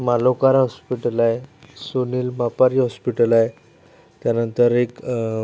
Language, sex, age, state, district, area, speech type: Marathi, male, 30-45, Maharashtra, Akola, rural, spontaneous